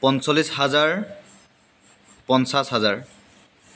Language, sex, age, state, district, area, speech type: Assamese, male, 18-30, Assam, Dibrugarh, rural, spontaneous